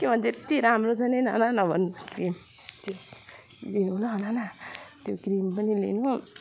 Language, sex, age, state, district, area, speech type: Nepali, female, 30-45, West Bengal, Alipurduar, urban, spontaneous